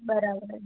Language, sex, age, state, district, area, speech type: Gujarati, female, 18-30, Gujarat, Morbi, urban, conversation